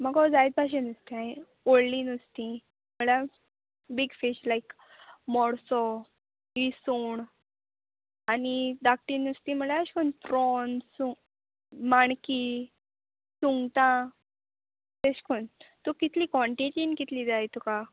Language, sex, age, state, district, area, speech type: Goan Konkani, female, 18-30, Goa, Murmgao, rural, conversation